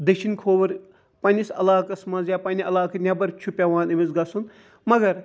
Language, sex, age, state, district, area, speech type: Kashmiri, male, 45-60, Jammu and Kashmir, Srinagar, urban, spontaneous